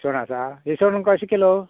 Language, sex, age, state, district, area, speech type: Goan Konkani, male, 45-60, Goa, Canacona, rural, conversation